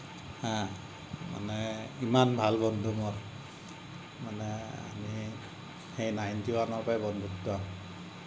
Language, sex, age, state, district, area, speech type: Assamese, male, 45-60, Assam, Kamrup Metropolitan, rural, spontaneous